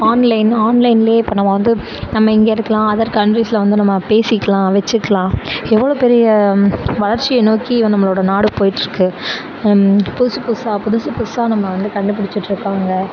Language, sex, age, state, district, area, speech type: Tamil, female, 18-30, Tamil Nadu, Sivaganga, rural, spontaneous